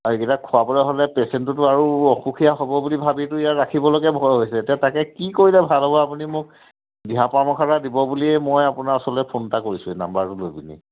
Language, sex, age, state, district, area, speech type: Assamese, male, 30-45, Assam, Charaideo, urban, conversation